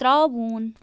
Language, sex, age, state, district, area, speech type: Kashmiri, female, 18-30, Jammu and Kashmir, Bandipora, rural, read